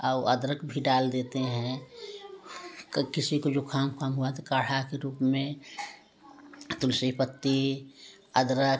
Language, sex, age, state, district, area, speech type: Hindi, female, 45-60, Uttar Pradesh, Prayagraj, rural, spontaneous